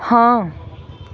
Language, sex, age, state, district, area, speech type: Punjabi, female, 30-45, Punjab, Pathankot, rural, read